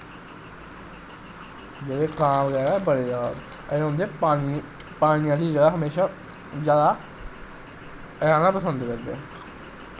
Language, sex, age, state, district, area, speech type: Dogri, male, 18-30, Jammu and Kashmir, Jammu, rural, spontaneous